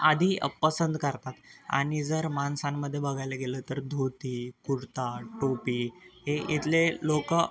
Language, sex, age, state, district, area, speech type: Marathi, male, 18-30, Maharashtra, Nanded, rural, spontaneous